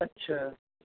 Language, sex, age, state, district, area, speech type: Maithili, male, 30-45, Bihar, Darbhanga, urban, conversation